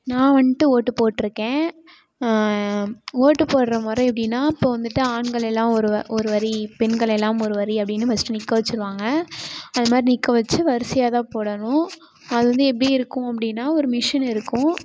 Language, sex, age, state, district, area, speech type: Tamil, female, 18-30, Tamil Nadu, Tiruchirappalli, rural, spontaneous